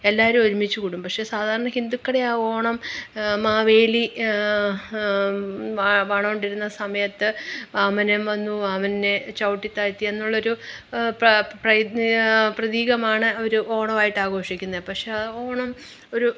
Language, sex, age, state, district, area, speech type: Malayalam, female, 45-60, Kerala, Pathanamthitta, urban, spontaneous